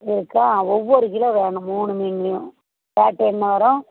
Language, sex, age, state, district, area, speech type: Tamil, female, 45-60, Tamil Nadu, Thoothukudi, rural, conversation